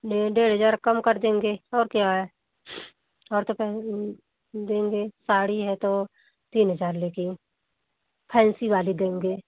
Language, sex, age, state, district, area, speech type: Hindi, female, 45-60, Uttar Pradesh, Mau, rural, conversation